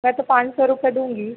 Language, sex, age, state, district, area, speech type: Hindi, female, 30-45, Madhya Pradesh, Hoshangabad, rural, conversation